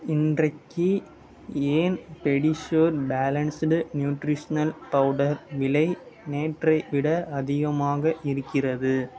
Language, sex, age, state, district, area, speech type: Tamil, male, 18-30, Tamil Nadu, Sivaganga, rural, read